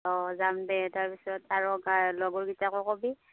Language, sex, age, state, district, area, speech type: Assamese, female, 45-60, Assam, Darrang, rural, conversation